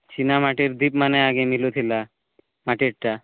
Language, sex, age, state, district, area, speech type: Odia, male, 18-30, Odisha, Nuapada, urban, conversation